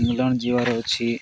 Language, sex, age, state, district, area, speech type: Odia, male, 18-30, Odisha, Nabarangpur, urban, spontaneous